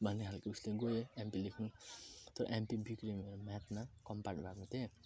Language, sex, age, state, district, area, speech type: Nepali, male, 30-45, West Bengal, Jalpaiguri, urban, spontaneous